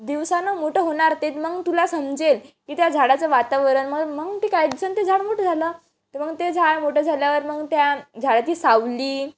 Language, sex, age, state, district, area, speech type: Marathi, female, 18-30, Maharashtra, Wardha, rural, spontaneous